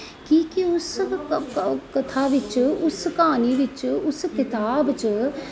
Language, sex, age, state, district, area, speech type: Dogri, female, 45-60, Jammu and Kashmir, Jammu, urban, spontaneous